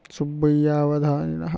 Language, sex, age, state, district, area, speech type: Sanskrit, male, 60+, Karnataka, Shimoga, rural, spontaneous